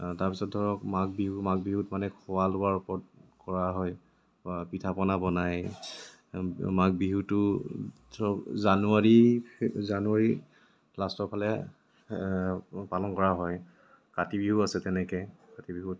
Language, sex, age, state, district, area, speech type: Assamese, male, 30-45, Assam, Kamrup Metropolitan, rural, spontaneous